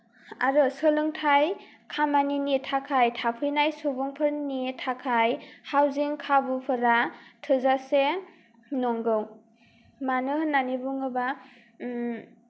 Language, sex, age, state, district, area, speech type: Bodo, female, 18-30, Assam, Kokrajhar, rural, spontaneous